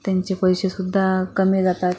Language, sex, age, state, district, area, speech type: Marathi, female, 45-60, Maharashtra, Akola, rural, spontaneous